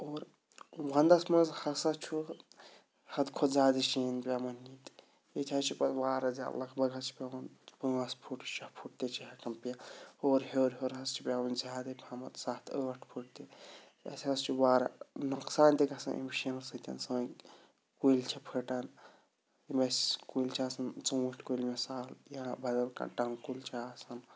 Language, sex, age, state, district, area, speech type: Kashmiri, male, 30-45, Jammu and Kashmir, Shopian, rural, spontaneous